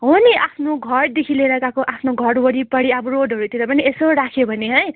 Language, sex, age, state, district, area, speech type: Nepali, female, 45-60, West Bengal, Darjeeling, rural, conversation